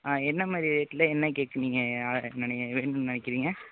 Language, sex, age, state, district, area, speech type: Tamil, male, 18-30, Tamil Nadu, Tiruvarur, urban, conversation